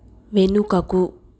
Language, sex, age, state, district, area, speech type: Telugu, female, 18-30, Andhra Pradesh, East Godavari, rural, read